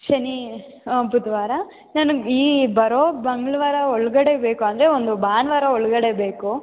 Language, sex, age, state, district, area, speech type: Kannada, female, 18-30, Karnataka, Chikkaballapur, rural, conversation